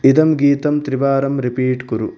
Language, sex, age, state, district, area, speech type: Sanskrit, male, 30-45, Karnataka, Uttara Kannada, urban, read